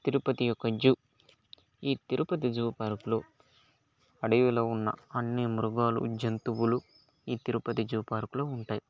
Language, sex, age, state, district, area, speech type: Telugu, male, 30-45, Andhra Pradesh, Chittoor, rural, spontaneous